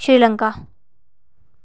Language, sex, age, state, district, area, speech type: Dogri, female, 30-45, Jammu and Kashmir, Reasi, urban, spontaneous